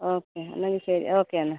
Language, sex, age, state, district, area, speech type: Malayalam, female, 45-60, Kerala, Alappuzha, rural, conversation